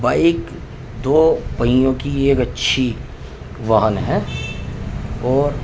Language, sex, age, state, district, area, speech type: Urdu, male, 30-45, Uttar Pradesh, Muzaffarnagar, urban, spontaneous